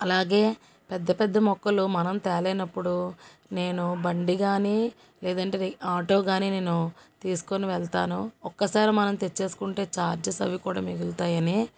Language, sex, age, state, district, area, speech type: Telugu, female, 45-60, Telangana, Mancherial, urban, spontaneous